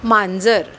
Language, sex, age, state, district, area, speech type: Marathi, female, 30-45, Maharashtra, Mumbai Suburban, urban, read